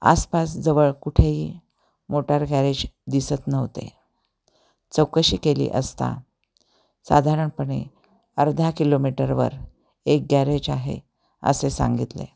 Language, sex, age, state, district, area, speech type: Marathi, female, 45-60, Maharashtra, Osmanabad, rural, spontaneous